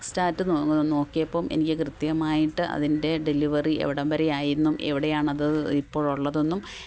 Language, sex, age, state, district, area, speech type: Malayalam, female, 45-60, Kerala, Pathanamthitta, rural, spontaneous